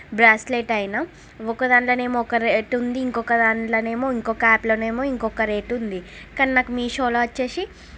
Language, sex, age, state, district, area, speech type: Telugu, female, 30-45, Andhra Pradesh, Srikakulam, urban, spontaneous